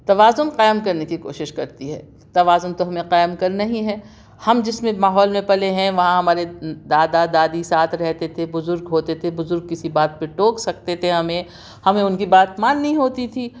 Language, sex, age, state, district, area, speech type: Urdu, female, 60+, Delhi, South Delhi, urban, spontaneous